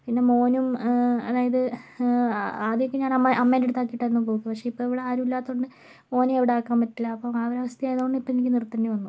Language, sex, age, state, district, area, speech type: Malayalam, female, 45-60, Kerala, Kozhikode, urban, spontaneous